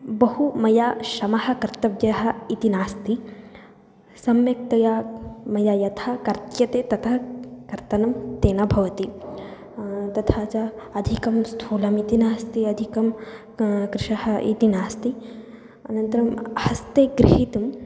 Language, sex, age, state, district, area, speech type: Sanskrit, female, 18-30, Karnataka, Chitradurga, rural, spontaneous